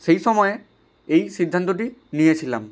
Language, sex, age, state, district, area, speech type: Bengali, male, 60+, West Bengal, Nadia, rural, spontaneous